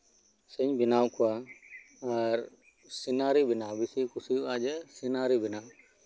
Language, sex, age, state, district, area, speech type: Santali, male, 30-45, West Bengal, Birbhum, rural, spontaneous